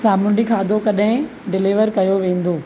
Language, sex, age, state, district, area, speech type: Sindhi, female, 45-60, Maharashtra, Thane, urban, read